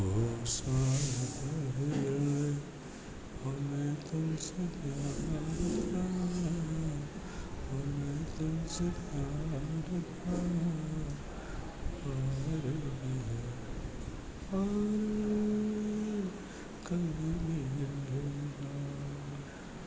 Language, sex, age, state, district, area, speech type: Gujarati, male, 60+, Gujarat, Narmada, rural, spontaneous